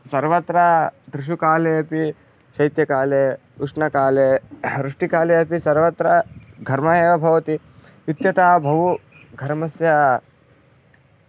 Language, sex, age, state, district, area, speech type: Sanskrit, male, 18-30, Karnataka, Vijayapura, rural, spontaneous